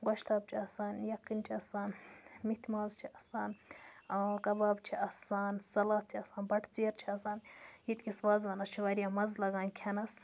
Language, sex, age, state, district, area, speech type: Kashmiri, female, 18-30, Jammu and Kashmir, Budgam, rural, spontaneous